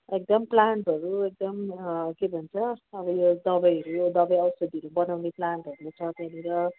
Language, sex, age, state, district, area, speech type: Nepali, female, 45-60, West Bengal, Darjeeling, rural, conversation